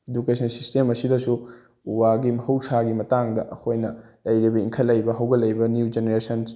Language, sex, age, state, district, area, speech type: Manipuri, male, 18-30, Manipur, Bishnupur, rural, spontaneous